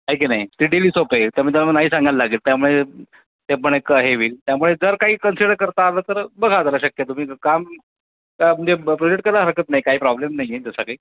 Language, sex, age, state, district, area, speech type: Marathi, male, 45-60, Maharashtra, Thane, rural, conversation